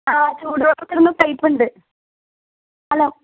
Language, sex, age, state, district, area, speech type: Malayalam, female, 18-30, Kerala, Pathanamthitta, urban, conversation